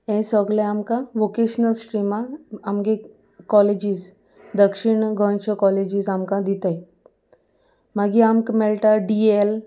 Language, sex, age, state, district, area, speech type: Goan Konkani, female, 18-30, Goa, Salcete, rural, spontaneous